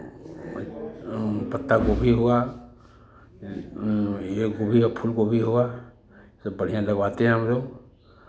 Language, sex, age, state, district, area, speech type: Hindi, male, 45-60, Uttar Pradesh, Chandauli, urban, spontaneous